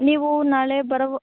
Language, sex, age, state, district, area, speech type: Kannada, female, 18-30, Karnataka, Chikkaballapur, rural, conversation